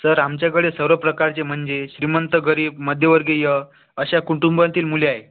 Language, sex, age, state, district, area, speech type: Marathi, male, 18-30, Maharashtra, Washim, rural, conversation